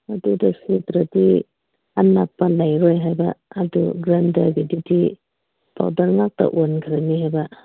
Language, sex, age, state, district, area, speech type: Manipuri, female, 18-30, Manipur, Kangpokpi, urban, conversation